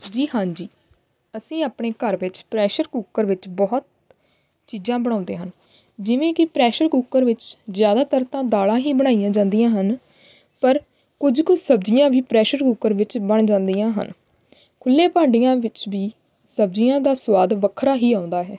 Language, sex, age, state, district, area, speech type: Punjabi, female, 18-30, Punjab, Hoshiarpur, rural, spontaneous